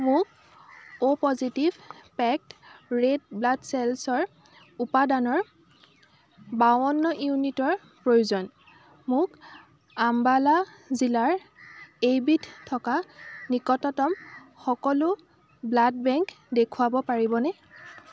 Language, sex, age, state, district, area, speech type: Assamese, female, 30-45, Assam, Dibrugarh, rural, read